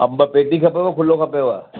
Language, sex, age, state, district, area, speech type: Sindhi, male, 45-60, Delhi, South Delhi, urban, conversation